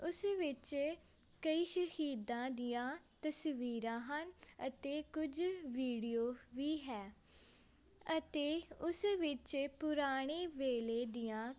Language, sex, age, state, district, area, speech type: Punjabi, female, 18-30, Punjab, Amritsar, urban, spontaneous